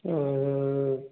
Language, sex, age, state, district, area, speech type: Hindi, male, 45-60, Uttar Pradesh, Hardoi, rural, conversation